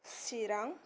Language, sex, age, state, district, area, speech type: Bodo, female, 18-30, Assam, Kokrajhar, rural, spontaneous